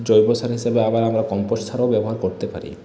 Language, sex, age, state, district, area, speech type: Bengali, male, 45-60, West Bengal, Purulia, urban, spontaneous